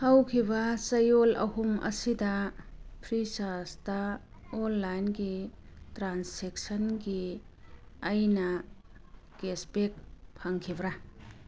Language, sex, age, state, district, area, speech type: Manipuri, female, 45-60, Manipur, Churachandpur, urban, read